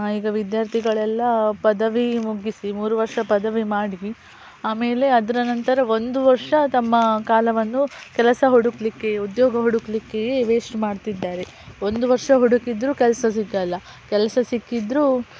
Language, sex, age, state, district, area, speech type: Kannada, female, 30-45, Karnataka, Udupi, rural, spontaneous